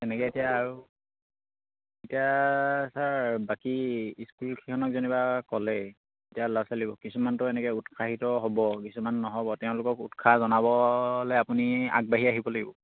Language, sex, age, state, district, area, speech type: Assamese, male, 18-30, Assam, Charaideo, rural, conversation